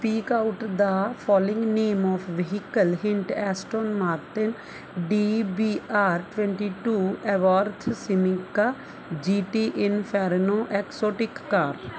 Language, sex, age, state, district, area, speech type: Punjabi, female, 30-45, Punjab, Barnala, rural, spontaneous